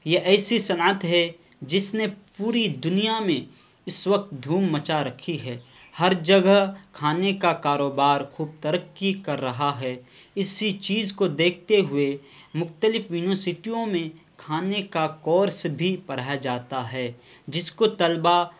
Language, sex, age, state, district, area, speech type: Urdu, male, 18-30, Bihar, Purnia, rural, spontaneous